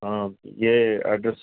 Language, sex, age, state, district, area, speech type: Urdu, male, 30-45, Delhi, North East Delhi, urban, conversation